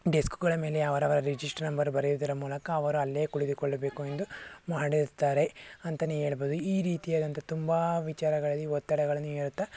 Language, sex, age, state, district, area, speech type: Kannada, male, 18-30, Karnataka, Chikkaballapur, urban, spontaneous